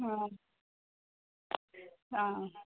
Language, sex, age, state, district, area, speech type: Kannada, female, 30-45, Karnataka, Kolar, urban, conversation